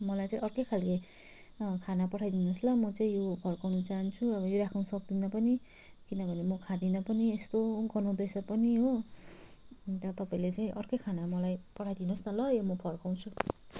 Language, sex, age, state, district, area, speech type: Nepali, female, 30-45, West Bengal, Kalimpong, rural, spontaneous